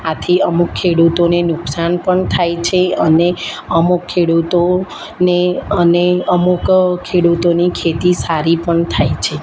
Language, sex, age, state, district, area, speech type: Gujarati, female, 30-45, Gujarat, Kheda, rural, spontaneous